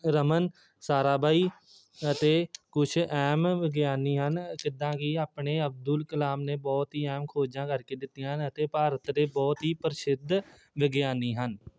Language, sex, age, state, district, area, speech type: Punjabi, male, 18-30, Punjab, Tarn Taran, rural, spontaneous